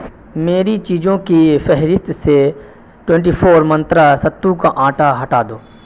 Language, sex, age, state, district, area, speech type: Urdu, male, 18-30, Bihar, Supaul, rural, read